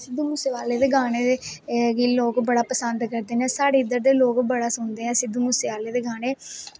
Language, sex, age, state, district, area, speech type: Dogri, female, 18-30, Jammu and Kashmir, Kathua, rural, spontaneous